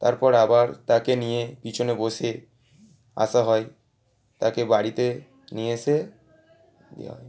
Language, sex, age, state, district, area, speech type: Bengali, male, 18-30, West Bengal, Howrah, urban, spontaneous